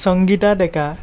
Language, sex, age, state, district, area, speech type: Assamese, male, 18-30, Assam, Nagaon, rural, spontaneous